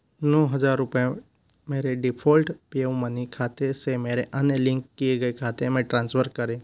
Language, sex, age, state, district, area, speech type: Hindi, male, 45-60, Madhya Pradesh, Bhopal, urban, read